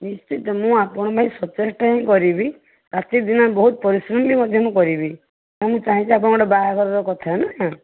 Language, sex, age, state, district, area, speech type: Odia, female, 45-60, Odisha, Balasore, rural, conversation